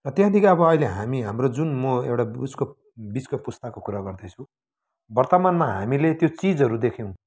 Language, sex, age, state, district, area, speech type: Nepali, male, 45-60, West Bengal, Kalimpong, rural, spontaneous